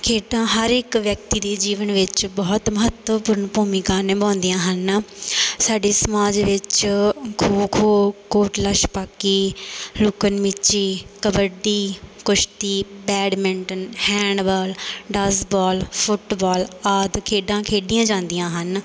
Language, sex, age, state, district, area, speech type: Punjabi, female, 18-30, Punjab, Bathinda, rural, spontaneous